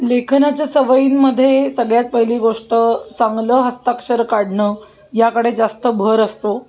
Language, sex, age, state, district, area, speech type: Marathi, female, 30-45, Maharashtra, Pune, urban, spontaneous